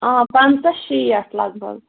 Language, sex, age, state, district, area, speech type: Kashmiri, female, 18-30, Jammu and Kashmir, Kupwara, rural, conversation